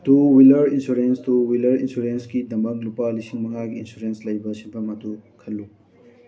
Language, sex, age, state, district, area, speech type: Manipuri, male, 18-30, Manipur, Thoubal, rural, read